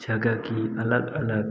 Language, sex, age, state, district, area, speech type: Hindi, male, 18-30, Uttar Pradesh, Prayagraj, rural, spontaneous